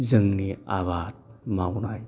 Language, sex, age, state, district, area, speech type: Bodo, male, 45-60, Assam, Chirang, urban, spontaneous